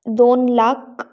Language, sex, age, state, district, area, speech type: Marathi, female, 18-30, Maharashtra, Pune, urban, spontaneous